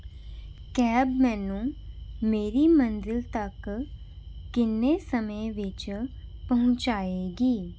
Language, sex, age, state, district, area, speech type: Punjabi, female, 18-30, Punjab, Rupnagar, urban, spontaneous